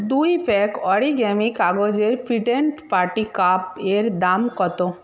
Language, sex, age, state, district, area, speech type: Bengali, female, 45-60, West Bengal, Purba Medinipur, rural, read